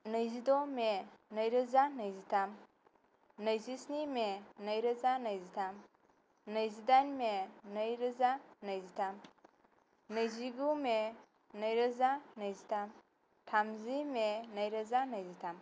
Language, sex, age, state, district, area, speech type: Bodo, female, 18-30, Assam, Kokrajhar, rural, spontaneous